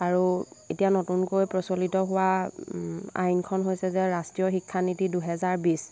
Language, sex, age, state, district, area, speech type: Assamese, female, 18-30, Assam, Lakhimpur, rural, spontaneous